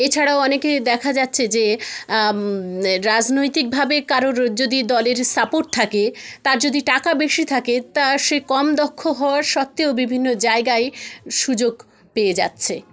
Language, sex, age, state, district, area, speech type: Bengali, female, 30-45, West Bengal, Jalpaiguri, rural, spontaneous